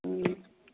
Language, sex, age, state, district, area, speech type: Manipuri, female, 30-45, Manipur, Chandel, rural, conversation